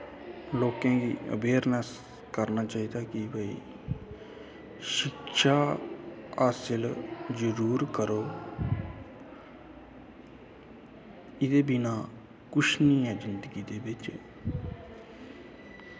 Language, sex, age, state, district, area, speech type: Dogri, male, 30-45, Jammu and Kashmir, Kathua, rural, spontaneous